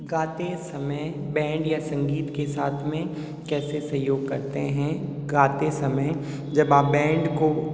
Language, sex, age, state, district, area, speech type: Hindi, male, 30-45, Rajasthan, Jodhpur, urban, spontaneous